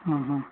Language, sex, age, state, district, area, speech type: Hindi, male, 18-30, Uttar Pradesh, Azamgarh, rural, conversation